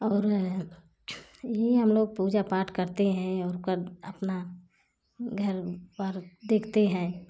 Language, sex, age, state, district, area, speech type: Hindi, female, 45-60, Uttar Pradesh, Jaunpur, rural, spontaneous